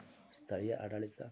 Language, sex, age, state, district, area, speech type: Kannada, male, 45-60, Karnataka, Koppal, rural, spontaneous